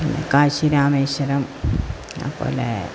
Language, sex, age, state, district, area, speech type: Malayalam, female, 60+, Kerala, Malappuram, rural, spontaneous